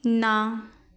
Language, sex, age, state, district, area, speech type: Punjabi, female, 18-30, Punjab, Fatehgarh Sahib, rural, read